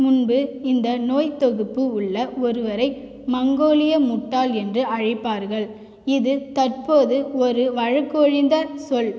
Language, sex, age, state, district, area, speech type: Tamil, female, 18-30, Tamil Nadu, Cuddalore, rural, read